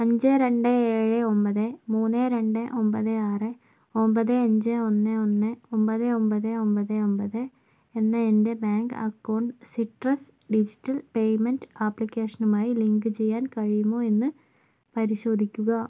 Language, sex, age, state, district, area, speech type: Malayalam, female, 60+, Kerala, Kozhikode, urban, read